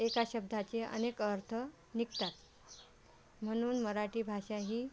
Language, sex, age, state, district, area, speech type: Marathi, female, 45-60, Maharashtra, Washim, rural, spontaneous